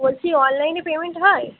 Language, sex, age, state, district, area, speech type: Bengali, female, 30-45, West Bengal, Uttar Dinajpur, urban, conversation